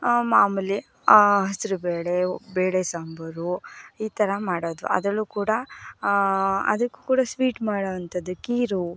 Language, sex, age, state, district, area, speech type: Kannada, female, 18-30, Karnataka, Mysore, rural, spontaneous